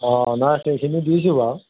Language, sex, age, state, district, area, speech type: Assamese, male, 60+, Assam, Golaghat, rural, conversation